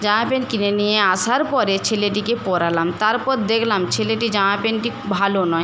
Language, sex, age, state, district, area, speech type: Bengali, female, 45-60, West Bengal, Paschim Medinipur, rural, spontaneous